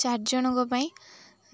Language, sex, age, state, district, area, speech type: Odia, female, 18-30, Odisha, Jagatsinghpur, urban, spontaneous